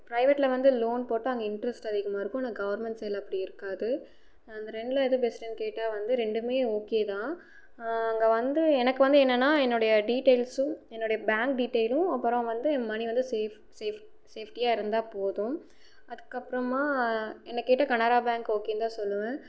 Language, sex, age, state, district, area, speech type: Tamil, female, 18-30, Tamil Nadu, Erode, rural, spontaneous